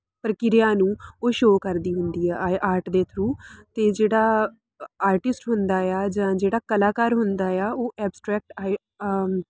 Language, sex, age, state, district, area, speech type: Punjabi, female, 30-45, Punjab, Jalandhar, rural, spontaneous